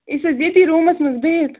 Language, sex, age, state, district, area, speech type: Kashmiri, other, 18-30, Jammu and Kashmir, Bandipora, rural, conversation